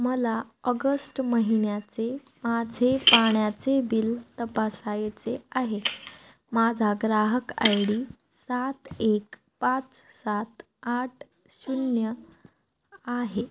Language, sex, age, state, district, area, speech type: Marathi, female, 18-30, Maharashtra, Osmanabad, rural, read